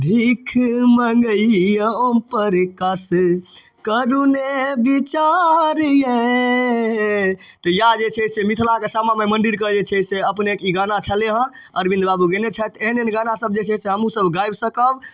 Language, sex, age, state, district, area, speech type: Maithili, male, 18-30, Bihar, Darbhanga, rural, spontaneous